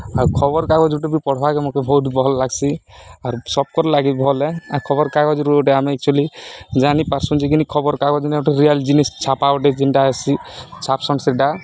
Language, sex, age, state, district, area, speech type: Odia, male, 18-30, Odisha, Nuapada, rural, spontaneous